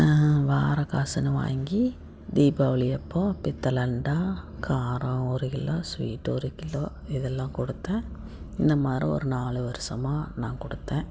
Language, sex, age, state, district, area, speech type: Tamil, female, 45-60, Tamil Nadu, Tiruppur, rural, spontaneous